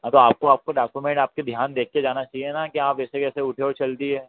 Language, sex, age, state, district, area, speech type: Hindi, male, 30-45, Madhya Pradesh, Harda, urban, conversation